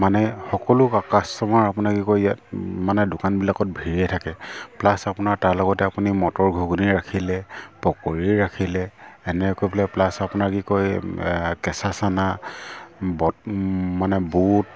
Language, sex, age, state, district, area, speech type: Assamese, male, 30-45, Assam, Sivasagar, rural, spontaneous